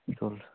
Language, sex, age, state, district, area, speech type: Kashmiri, male, 18-30, Jammu and Kashmir, Kulgam, rural, conversation